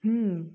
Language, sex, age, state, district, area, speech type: Marathi, female, 30-45, Maharashtra, Satara, urban, spontaneous